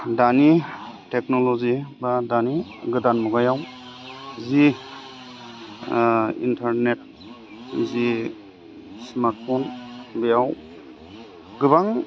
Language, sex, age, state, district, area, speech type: Bodo, male, 30-45, Assam, Udalguri, urban, spontaneous